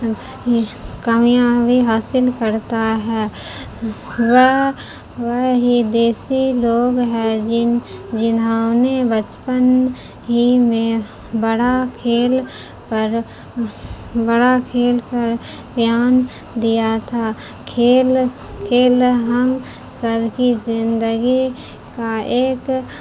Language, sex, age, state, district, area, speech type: Urdu, female, 30-45, Bihar, Khagaria, rural, spontaneous